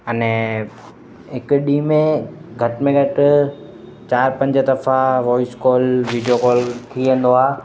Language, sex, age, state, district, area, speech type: Sindhi, male, 18-30, Gujarat, Kutch, rural, spontaneous